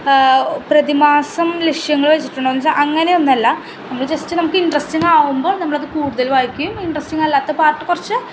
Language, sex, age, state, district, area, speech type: Malayalam, female, 18-30, Kerala, Ernakulam, rural, spontaneous